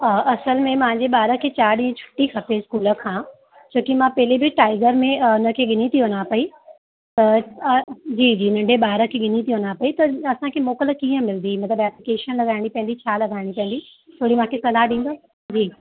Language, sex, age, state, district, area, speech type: Sindhi, female, 30-45, Uttar Pradesh, Lucknow, urban, conversation